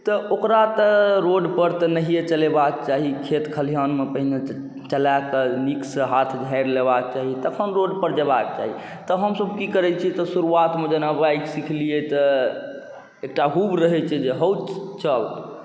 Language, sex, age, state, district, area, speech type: Maithili, male, 18-30, Bihar, Saharsa, rural, spontaneous